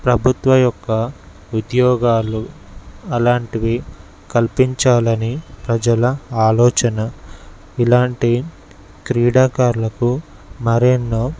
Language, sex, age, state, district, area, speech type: Telugu, male, 18-30, Telangana, Mulugu, rural, spontaneous